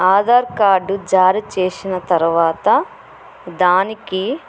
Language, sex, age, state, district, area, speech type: Telugu, female, 45-60, Andhra Pradesh, Kurnool, urban, spontaneous